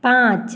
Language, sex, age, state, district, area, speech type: Maithili, female, 30-45, Bihar, Samastipur, urban, read